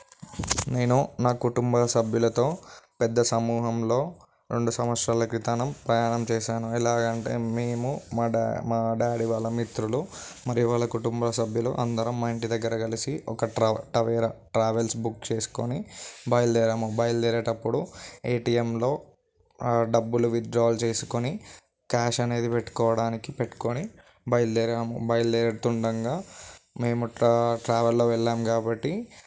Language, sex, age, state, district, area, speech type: Telugu, male, 18-30, Telangana, Vikarabad, urban, spontaneous